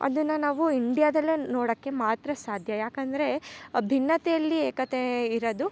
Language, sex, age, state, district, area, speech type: Kannada, female, 18-30, Karnataka, Chikkamagaluru, rural, spontaneous